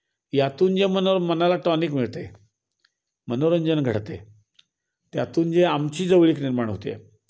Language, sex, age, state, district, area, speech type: Marathi, male, 60+, Maharashtra, Kolhapur, urban, spontaneous